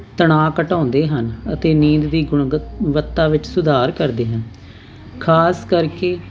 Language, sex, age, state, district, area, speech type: Punjabi, female, 45-60, Punjab, Hoshiarpur, urban, spontaneous